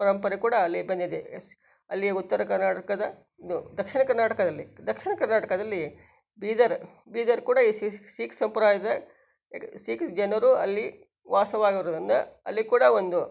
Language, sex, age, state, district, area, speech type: Kannada, female, 60+, Karnataka, Shimoga, rural, spontaneous